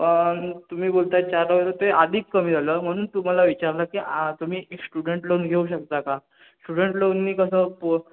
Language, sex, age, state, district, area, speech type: Marathi, male, 18-30, Maharashtra, Ratnagiri, urban, conversation